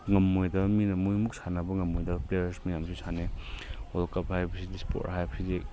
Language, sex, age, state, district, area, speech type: Manipuri, male, 18-30, Manipur, Chandel, rural, spontaneous